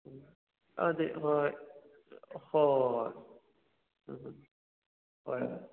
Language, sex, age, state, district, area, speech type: Manipuri, male, 18-30, Manipur, Kakching, rural, conversation